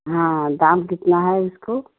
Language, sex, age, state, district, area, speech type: Hindi, female, 30-45, Uttar Pradesh, Jaunpur, rural, conversation